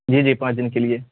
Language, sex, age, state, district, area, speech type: Urdu, male, 18-30, Bihar, Purnia, rural, conversation